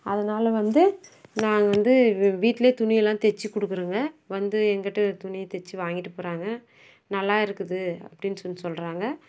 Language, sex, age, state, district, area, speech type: Tamil, female, 60+, Tamil Nadu, Krishnagiri, rural, spontaneous